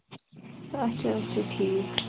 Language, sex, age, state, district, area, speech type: Kashmiri, female, 18-30, Jammu and Kashmir, Pulwama, rural, conversation